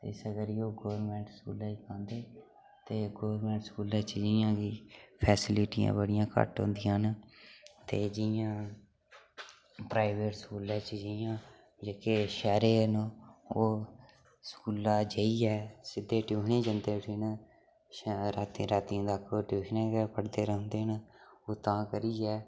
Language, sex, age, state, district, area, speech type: Dogri, male, 18-30, Jammu and Kashmir, Udhampur, rural, spontaneous